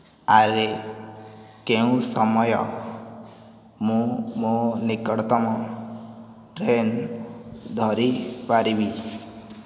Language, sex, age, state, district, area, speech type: Odia, male, 18-30, Odisha, Nayagarh, rural, read